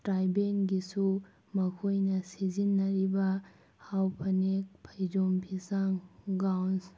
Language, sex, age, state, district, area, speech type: Manipuri, female, 30-45, Manipur, Tengnoupal, urban, spontaneous